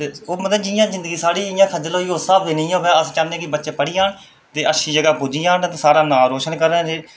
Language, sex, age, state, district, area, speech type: Dogri, male, 30-45, Jammu and Kashmir, Reasi, rural, spontaneous